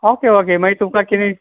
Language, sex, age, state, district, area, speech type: Goan Konkani, male, 45-60, Goa, Ponda, rural, conversation